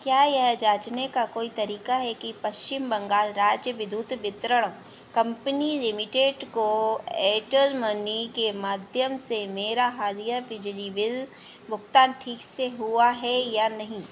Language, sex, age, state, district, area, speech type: Hindi, female, 30-45, Madhya Pradesh, Harda, urban, read